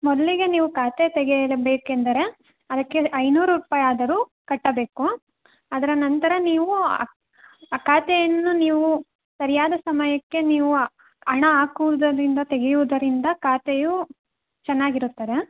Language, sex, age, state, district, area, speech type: Kannada, female, 18-30, Karnataka, Davanagere, rural, conversation